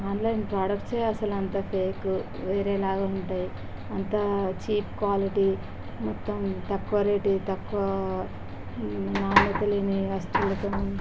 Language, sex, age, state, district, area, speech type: Telugu, female, 18-30, Andhra Pradesh, Visakhapatnam, urban, spontaneous